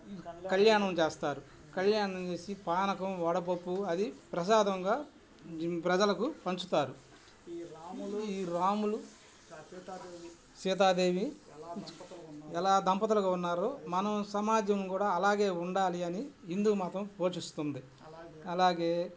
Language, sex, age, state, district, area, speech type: Telugu, male, 60+, Andhra Pradesh, Bapatla, urban, spontaneous